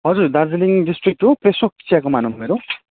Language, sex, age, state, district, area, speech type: Nepali, male, 18-30, West Bengal, Darjeeling, rural, conversation